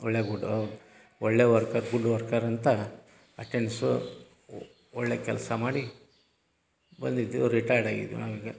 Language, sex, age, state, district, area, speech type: Kannada, male, 60+, Karnataka, Gadag, rural, spontaneous